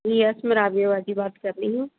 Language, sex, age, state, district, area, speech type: Urdu, female, 60+, Uttar Pradesh, Rampur, urban, conversation